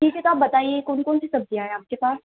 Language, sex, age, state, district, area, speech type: Urdu, female, 18-30, Delhi, Central Delhi, urban, conversation